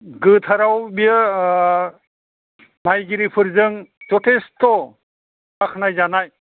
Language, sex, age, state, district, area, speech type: Bodo, male, 60+, Assam, Chirang, rural, conversation